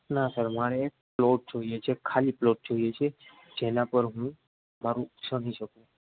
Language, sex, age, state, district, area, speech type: Gujarati, male, 18-30, Gujarat, Ahmedabad, rural, conversation